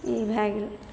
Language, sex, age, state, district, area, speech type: Maithili, female, 18-30, Bihar, Begusarai, rural, spontaneous